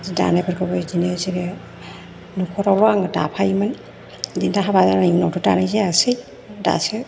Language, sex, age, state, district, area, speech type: Bodo, female, 30-45, Assam, Chirang, urban, spontaneous